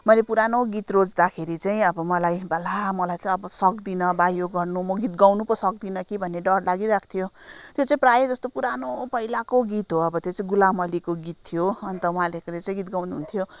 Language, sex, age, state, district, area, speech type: Nepali, female, 45-60, West Bengal, Kalimpong, rural, spontaneous